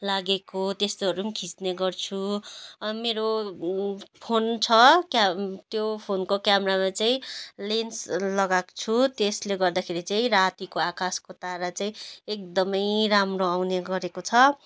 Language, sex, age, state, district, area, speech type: Nepali, female, 30-45, West Bengal, Jalpaiguri, urban, spontaneous